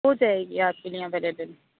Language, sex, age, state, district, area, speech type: Urdu, female, 30-45, Uttar Pradesh, Aligarh, rural, conversation